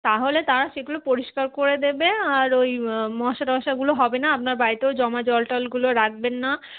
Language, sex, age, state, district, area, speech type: Bengali, female, 30-45, West Bengal, Darjeeling, urban, conversation